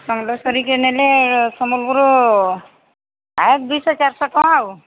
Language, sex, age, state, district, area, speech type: Odia, female, 45-60, Odisha, Sambalpur, rural, conversation